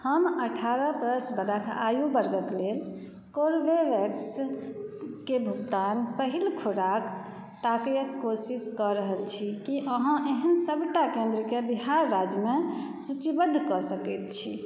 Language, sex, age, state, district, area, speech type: Maithili, female, 30-45, Bihar, Saharsa, rural, read